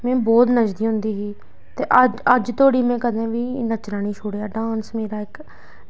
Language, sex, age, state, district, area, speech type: Dogri, female, 18-30, Jammu and Kashmir, Reasi, rural, spontaneous